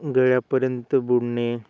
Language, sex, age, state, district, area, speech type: Marathi, male, 18-30, Maharashtra, Hingoli, urban, spontaneous